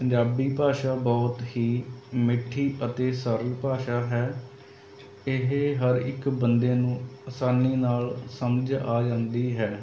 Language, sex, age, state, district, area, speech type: Punjabi, male, 30-45, Punjab, Mohali, urban, spontaneous